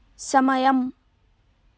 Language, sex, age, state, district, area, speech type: Telugu, female, 18-30, Telangana, Ranga Reddy, urban, read